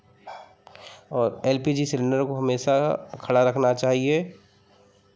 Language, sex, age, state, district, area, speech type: Hindi, male, 30-45, Madhya Pradesh, Hoshangabad, urban, spontaneous